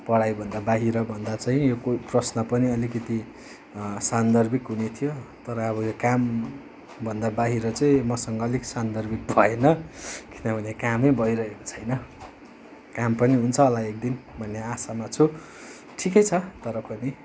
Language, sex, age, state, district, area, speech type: Nepali, male, 30-45, West Bengal, Darjeeling, rural, spontaneous